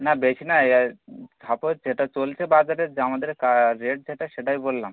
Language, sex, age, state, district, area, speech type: Bengali, male, 30-45, West Bengal, Birbhum, urban, conversation